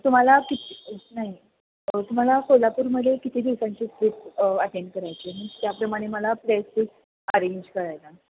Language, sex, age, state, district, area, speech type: Marathi, female, 18-30, Maharashtra, Kolhapur, urban, conversation